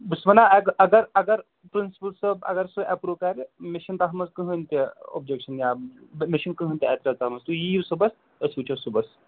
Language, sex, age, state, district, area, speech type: Kashmiri, male, 30-45, Jammu and Kashmir, Srinagar, urban, conversation